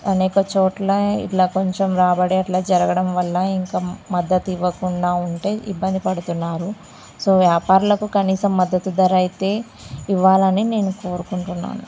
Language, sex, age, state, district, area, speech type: Telugu, female, 18-30, Telangana, Karimnagar, rural, spontaneous